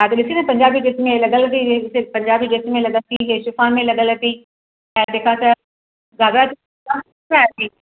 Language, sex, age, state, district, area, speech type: Sindhi, female, 60+, Maharashtra, Mumbai Suburban, urban, conversation